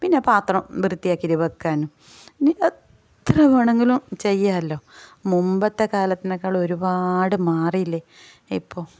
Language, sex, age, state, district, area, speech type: Malayalam, female, 45-60, Kerala, Kasaragod, rural, spontaneous